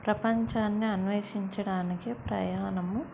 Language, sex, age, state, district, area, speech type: Telugu, female, 30-45, Andhra Pradesh, Vizianagaram, urban, spontaneous